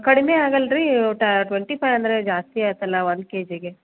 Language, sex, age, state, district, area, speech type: Kannada, female, 30-45, Karnataka, Belgaum, rural, conversation